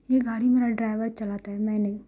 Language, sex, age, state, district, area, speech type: Urdu, female, 18-30, Telangana, Hyderabad, urban, spontaneous